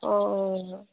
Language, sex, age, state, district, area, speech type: Assamese, female, 45-60, Assam, Barpeta, rural, conversation